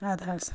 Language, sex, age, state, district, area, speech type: Kashmiri, female, 30-45, Jammu and Kashmir, Anantnag, rural, spontaneous